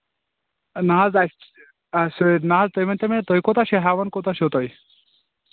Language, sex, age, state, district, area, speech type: Kashmiri, male, 18-30, Jammu and Kashmir, Kulgam, urban, conversation